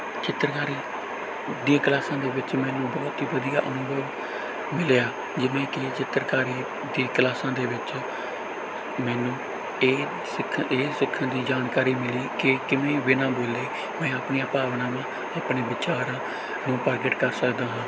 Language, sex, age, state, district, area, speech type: Punjabi, male, 18-30, Punjab, Bathinda, rural, spontaneous